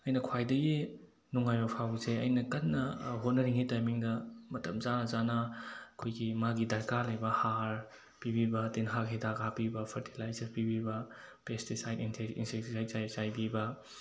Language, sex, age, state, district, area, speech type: Manipuri, male, 18-30, Manipur, Bishnupur, rural, spontaneous